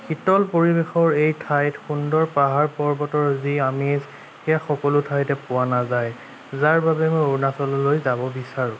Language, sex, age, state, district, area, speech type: Assamese, male, 18-30, Assam, Sonitpur, rural, spontaneous